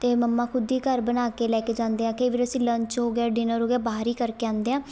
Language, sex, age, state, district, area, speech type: Punjabi, female, 18-30, Punjab, Shaheed Bhagat Singh Nagar, urban, spontaneous